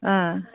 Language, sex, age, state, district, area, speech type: Assamese, female, 45-60, Assam, Jorhat, urban, conversation